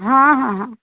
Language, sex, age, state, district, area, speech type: Odia, female, 60+, Odisha, Jajpur, rural, conversation